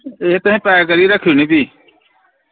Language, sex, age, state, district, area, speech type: Dogri, male, 30-45, Jammu and Kashmir, Jammu, rural, conversation